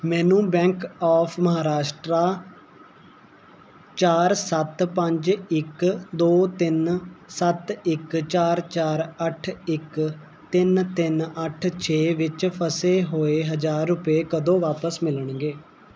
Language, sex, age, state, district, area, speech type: Punjabi, male, 18-30, Punjab, Mohali, urban, read